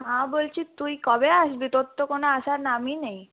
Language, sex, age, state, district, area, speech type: Bengali, female, 30-45, West Bengal, Purulia, urban, conversation